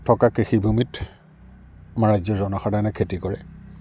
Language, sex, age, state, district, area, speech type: Assamese, male, 45-60, Assam, Goalpara, urban, spontaneous